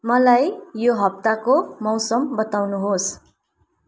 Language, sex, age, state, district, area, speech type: Nepali, female, 30-45, West Bengal, Darjeeling, rural, read